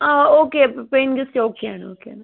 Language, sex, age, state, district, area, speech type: Malayalam, female, 30-45, Kerala, Wayanad, rural, conversation